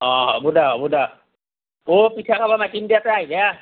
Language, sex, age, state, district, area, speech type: Assamese, male, 45-60, Assam, Nalbari, rural, conversation